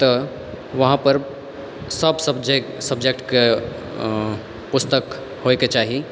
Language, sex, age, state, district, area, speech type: Maithili, male, 18-30, Bihar, Purnia, rural, spontaneous